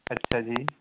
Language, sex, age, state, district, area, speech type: Punjabi, male, 18-30, Punjab, Fazilka, rural, conversation